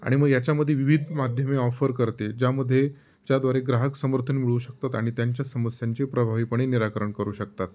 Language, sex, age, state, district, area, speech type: Marathi, male, 30-45, Maharashtra, Ahmednagar, rural, spontaneous